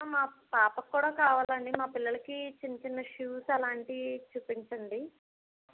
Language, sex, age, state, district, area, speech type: Telugu, female, 30-45, Andhra Pradesh, East Godavari, rural, conversation